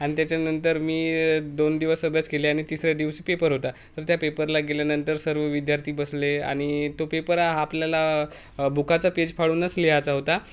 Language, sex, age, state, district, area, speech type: Marathi, male, 18-30, Maharashtra, Gadchiroli, rural, spontaneous